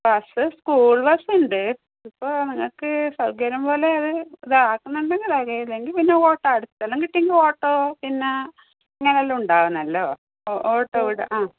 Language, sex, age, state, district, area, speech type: Malayalam, female, 45-60, Kerala, Kasaragod, rural, conversation